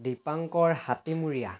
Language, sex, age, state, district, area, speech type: Assamese, male, 18-30, Assam, Charaideo, urban, spontaneous